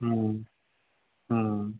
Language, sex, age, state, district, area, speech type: Sindhi, male, 30-45, Gujarat, Junagadh, urban, conversation